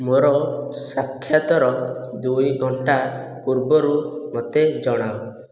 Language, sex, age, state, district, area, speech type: Odia, male, 18-30, Odisha, Khordha, rural, read